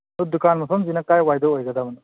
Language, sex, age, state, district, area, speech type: Manipuri, male, 30-45, Manipur, Imphal East, rural, conversation